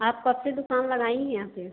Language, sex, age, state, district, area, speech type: Hindi, female, 30-45, Uttar Pradesh, Bhadohi, rural, conversation